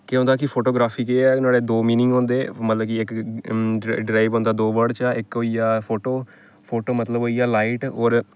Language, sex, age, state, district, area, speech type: Dogri, male, 18-30, Jammu and Kashmir, Reasi, rural, spontaneous